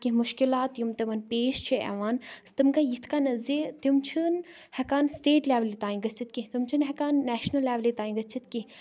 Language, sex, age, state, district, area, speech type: Kashmiri, female, 18-30, Jammu and Kashmir, Kupwara, rural, spontaneous